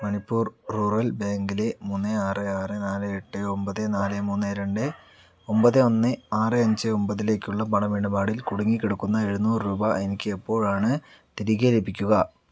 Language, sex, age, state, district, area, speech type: Malayalam, male, 60+, Kerala, Palakkad, rural, read